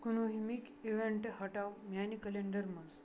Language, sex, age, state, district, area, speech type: Kashmiri, male, 18-30, Jammu and Kashmir, Kupwara, rural, read